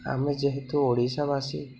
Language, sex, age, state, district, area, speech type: Odia, male, 18-30, Odisha, Koraput, urban, spontaneous